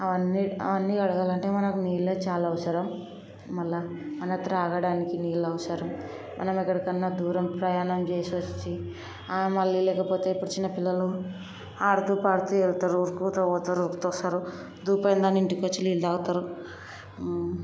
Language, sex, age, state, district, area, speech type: Telugu, female, 18-30, Telangana, Hyderabad, urban, spontaneous